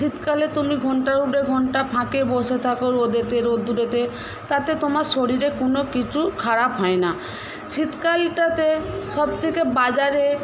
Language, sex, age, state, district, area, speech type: Bengali, female, 18-30, West Bengal, Paschim Medinipur, rural, spontaneous